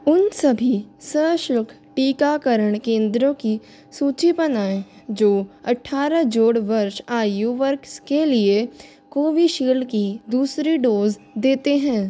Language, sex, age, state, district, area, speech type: Hindi, female, 30-45, Rajasthan, Jaipur, urban, read